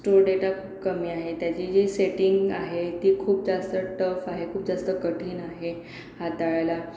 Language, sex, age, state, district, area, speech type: Marathi, female, 45-60, Maharashtra, Akola, urban, spontaneous